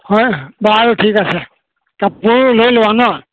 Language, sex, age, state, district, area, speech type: Assamese, male, 60+, Assam, Golaghat, rural, conversation